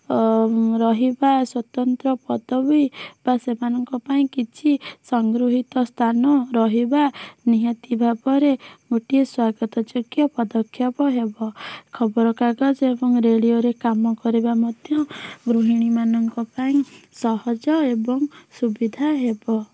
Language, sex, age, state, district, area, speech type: Odia, female, 18-30, Odisha, Bhadrak, rural, spontaneous